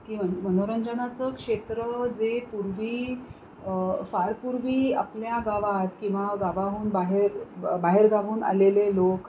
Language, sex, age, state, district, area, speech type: Marathi, female, 45-60, Maharashtra, Pune, urban, spontaneous